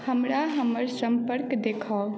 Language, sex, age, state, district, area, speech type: Maithili, male, 18-30, Bihar, Madhubani, rural, read